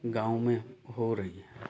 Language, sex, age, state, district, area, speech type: Hindi, male, 45-60, Uttar Pradesh, Chandauli, rural, spontaneous